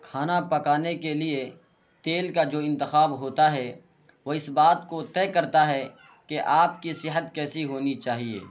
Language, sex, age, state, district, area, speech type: Urdu, male, 18-30, Bihar, Purnia, rural, spontaneous